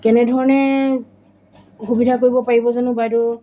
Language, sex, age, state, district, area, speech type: Assamese, female, 30-45, Assam, Golaghat, rural, spontaneous